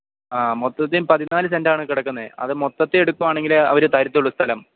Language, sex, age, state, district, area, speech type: Malayalam, male, 18-30, Kerala, Idukki, rural, conversation